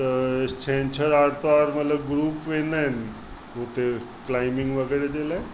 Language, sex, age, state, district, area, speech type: Sindhi, male, 45-60, Maharashtra, Mumbai Suburban, urban, spontaneous